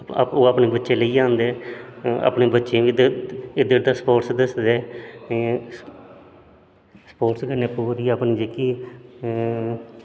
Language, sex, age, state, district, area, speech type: Dogri, male, 30-45, Jammu and Kashmir, Udhampur, urban, spontaneous